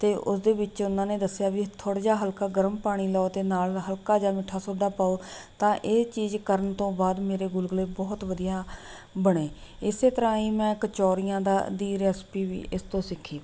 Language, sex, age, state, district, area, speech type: Punjabi, female, 30-45, Punjab, Rupnagar, rural, spontaneous